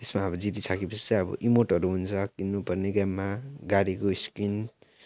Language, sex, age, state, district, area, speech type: Nepali, male, 18-30, West Bengal, Jalpaiguri, urban, spontaneous